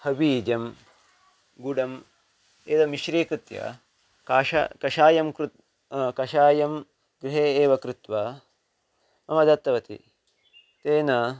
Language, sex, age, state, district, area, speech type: Sanskrit, male, 30-45, Karnataka, Uttara Kannada, rural, spontaneous